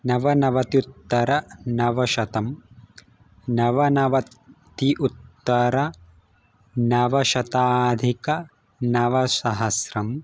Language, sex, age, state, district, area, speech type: Sanskrit, male, 18-30, Gujarat, Surat, urban, spontaneous